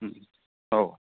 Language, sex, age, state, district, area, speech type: Bodo, male, 30-45, Assam, Chirang, rural, conversation